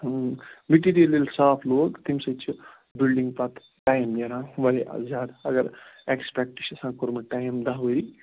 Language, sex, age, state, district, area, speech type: Kashmiri, male, 30-45, Jammu and Kashmir, Ganderbal, rural, conversation